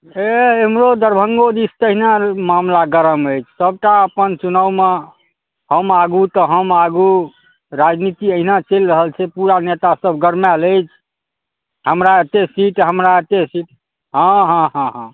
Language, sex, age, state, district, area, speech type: Maithili, male, 45-60, Bihar, Darbhanga, rural, conversation